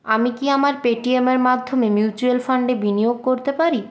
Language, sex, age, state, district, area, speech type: Bengali, female, 18-30, West Bengal, Purulia, urban, read